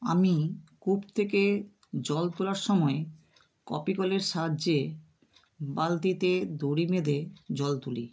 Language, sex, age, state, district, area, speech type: Bengali, female, 60+, West Bengal, Bankura, urban, spontaneous